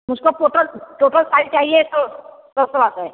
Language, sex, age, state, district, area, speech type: Hindi, female, 60+, Uttar Pradesh, Bhadohi, rural, conversation